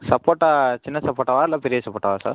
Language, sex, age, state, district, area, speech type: Tamil, male, 18-30, Tamil Nadu, Pudukkottai, rural, conversation